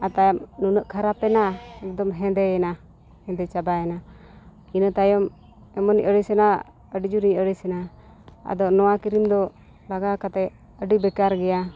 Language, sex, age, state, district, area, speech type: Santali, female, 30-45, Jharkhand, East Singhbhum, rural, spontaneous